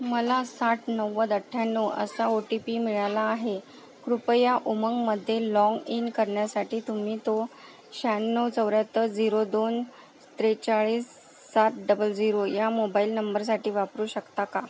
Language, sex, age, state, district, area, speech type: Marathi, female, 18-30, Maharashtra, Akola, rural, read